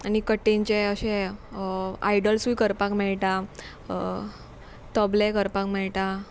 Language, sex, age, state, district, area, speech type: Goan Konkani, female, 18-30, Goa, Murmgao, urban, spontaneous